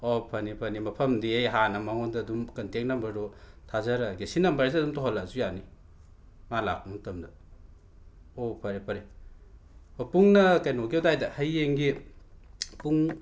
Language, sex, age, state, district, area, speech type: Manipuri, male, 60+, Manipur, Imphal West, urban, spontaneous